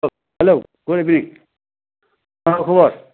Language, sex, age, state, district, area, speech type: Bodo, male, 60+, Assam, Chirang, rural, conversation